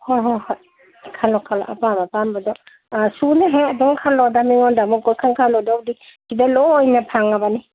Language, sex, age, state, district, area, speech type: Manipuri, female, 60+, Manipur, Kangpokpi, urban, conversation